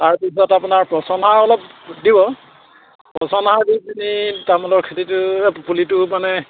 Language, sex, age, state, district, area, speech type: Assamese, male, 60+, Assam, Charaideo, rural, conversation